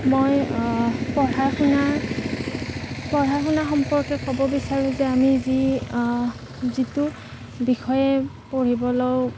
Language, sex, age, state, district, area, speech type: Assamese, female, 18-30, Assam, Kamrup Metropolitan, urban, spontaneous